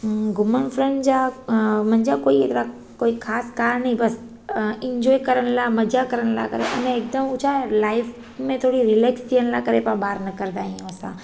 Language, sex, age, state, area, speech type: Sindhi, female, 30-45, Gujarat, urban, spontaneous